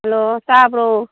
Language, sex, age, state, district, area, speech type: Manipuri, female, 60+, Manipur, Tengnoupal, rural, conversation